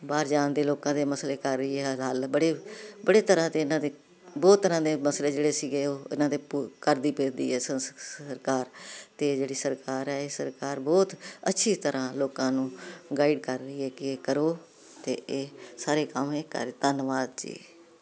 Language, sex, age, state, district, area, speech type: Punjabi, female, 60+, Punjab, Jalandhar, urban, spontaneous